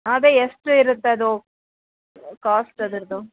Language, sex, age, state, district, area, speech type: Kannada, female, 30-45, Karnataka, Bellary, rural, conversation